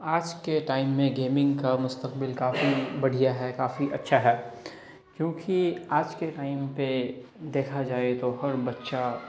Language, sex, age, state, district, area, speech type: Urdu, male, 18-30, Bihar, Darbhanga, urban, spontaneous